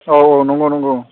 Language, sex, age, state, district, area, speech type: Bodo, male, 45-60, Assam, Chirang, urban, conversation